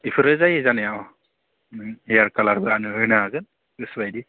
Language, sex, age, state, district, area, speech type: Bodo, male, 18-30, Assam, Baksa, rural, conversation